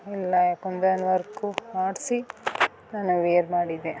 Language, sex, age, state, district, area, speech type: Kannada, female, 30-45, Karnataka, Mandya, urban, spontaneous